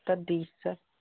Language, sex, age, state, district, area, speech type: Bengali, male, 45-60, West Bengal, Darjeeling, urban, conversation